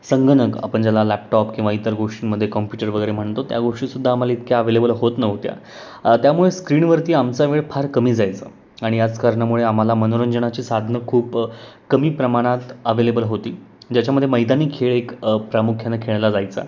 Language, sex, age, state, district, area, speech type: Marathi, male, 18-30, Maharashtra, Pune, urban, spontaneous